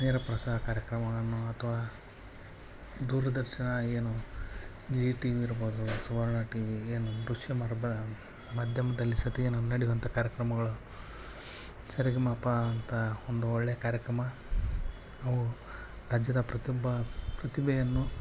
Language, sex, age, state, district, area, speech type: Kannada, male, 45-60, Karnataka, Koppal, urban, spontaneous